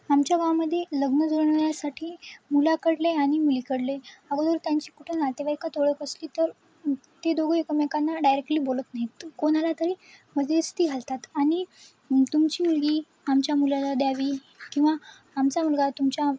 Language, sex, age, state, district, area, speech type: Marathi, female, 18-30, Maharashtra, Nanded, rural, spontaneous